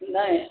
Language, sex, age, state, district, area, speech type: Hindi, male, 45-60, Uttar Pradesh, Hardoi, rural, conversation